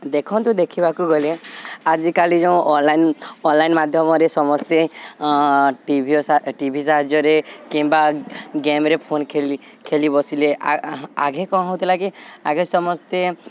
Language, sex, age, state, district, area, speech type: Odia, male, 18-30, Odisha, Subarnapur, urban, spontaneous